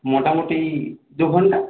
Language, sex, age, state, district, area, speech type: Bengali, male, 18-30, West Bengal, Purulia, urban, conversation